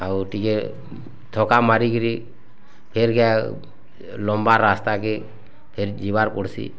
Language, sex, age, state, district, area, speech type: Odia, male, 30-45, Odisha, Bargarh, urban, spontaneous